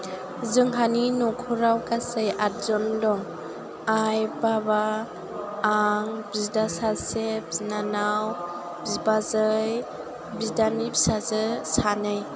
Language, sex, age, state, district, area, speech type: Bodo, female, 18-30, Assam, Chirang, rural, spontaneous